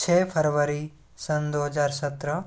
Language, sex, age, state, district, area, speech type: Hindi, male, 45-60, Madhya Pradesh, Bhopal, rural, spontaneous